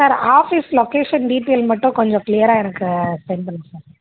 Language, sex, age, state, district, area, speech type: Tamil, female, 18-30, Tamil Nadu, Madurai, urban, conversation